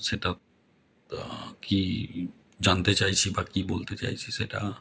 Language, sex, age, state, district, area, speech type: Bengali, male, 30-45, West Bengal, Howrah, urban, spontaneous